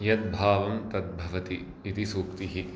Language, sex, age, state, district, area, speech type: Sanskrit, male, 30-45, Karnataka, Bangalore Urban, urban, spontaneous